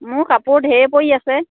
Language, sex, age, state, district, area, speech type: Assamese, female, 30-45, Assam, Sivasagar, rural, conversation